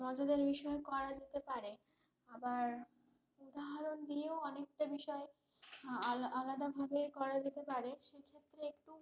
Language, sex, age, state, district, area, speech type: Bengali, female, 18-30, West Bengal, Purulia, urban, spontaneous